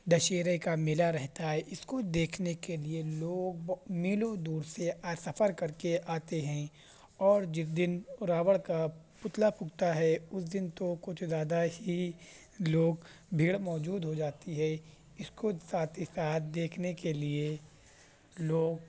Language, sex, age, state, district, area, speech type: Urdu, male, 30-45, Uttar Pradesh, Shahjahanpur, rural, spontaneous